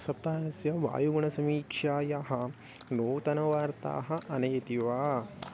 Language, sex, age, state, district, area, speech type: Sanskrit, male, 18-30, Odisha, Bhadrak, rural, read